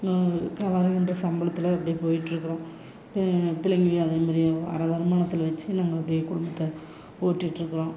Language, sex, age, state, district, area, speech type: Tamil, female, 30-45, Tamil Nadu, Salem, rural, spontaneous